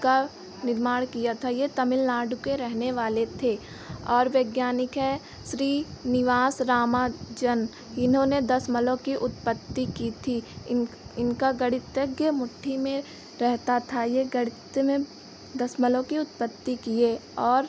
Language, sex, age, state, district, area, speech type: Hindi, female, 18-30, Uttar Pradesh, Pratapgarh, rural, spontaneous